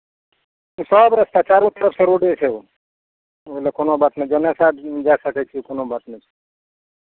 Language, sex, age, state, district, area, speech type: Maithili, male, 45-60, Bihar, Madhepura, rural, conversation